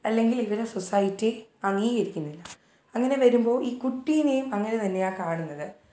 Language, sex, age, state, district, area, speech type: Malayalam, female, 18-30, Kerala, Thiruvananthapuram, urban, spontaneous